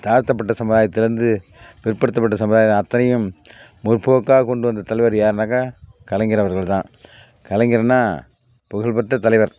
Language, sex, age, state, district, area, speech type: Tamil, male, 60+, Tamil Nadu, Tiruvarur, rural, spontaneous